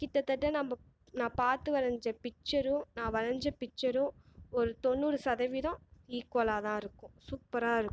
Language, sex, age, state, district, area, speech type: Tamil, female, 18-30, Tamil Nadu, Tiruchirappalli, rural, spontaneous